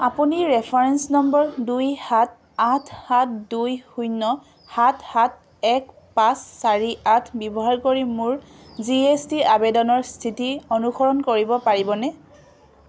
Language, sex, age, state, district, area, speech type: Assamese, female, 18-30, Assam, Dhemaji, rural, read